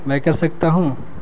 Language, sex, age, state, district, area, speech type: Urdu, male, 18-30, Bihar, Gaya, urban, spontaneous